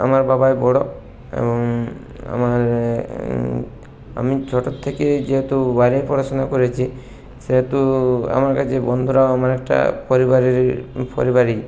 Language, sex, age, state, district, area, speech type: Bengali, male, 30-45, West Bengal, Purulia, urban, spontaneous